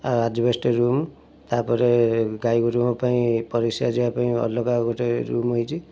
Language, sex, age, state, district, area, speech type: Odia, male, 45-60, Odisha, Kendujhar, urban, spontaneous